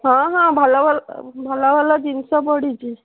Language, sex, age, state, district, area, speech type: Odia, female, 45-60, Odisha, Sundergarh, rural, conversation